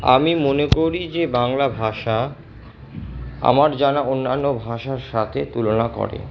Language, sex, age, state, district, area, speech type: Bengali, male, 60+, West Bengal, Purba Bardhaman, urban, spontaneous